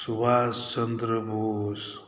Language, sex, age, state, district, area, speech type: Maithili, male, 60+, Bihar, Saharsa, urban, spontaneous